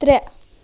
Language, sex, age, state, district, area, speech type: Kashmiri, female, 18-30, Jammu and Kashmir, Srinagar, urban, read